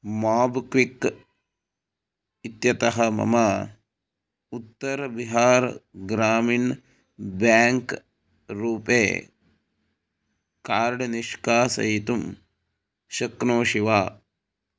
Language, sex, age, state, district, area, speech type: Sanskrit, male, 18-30, Karnataka, Uttara Kannada, rural, read